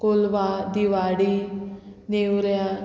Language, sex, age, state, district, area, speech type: Goan Konkani, female, 30-45, Goa, Murmgao, rural, spontaneous